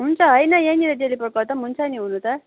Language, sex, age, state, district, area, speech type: Nepali, female, 30-45, West Bengal, Jalpaiguri, rural, conversation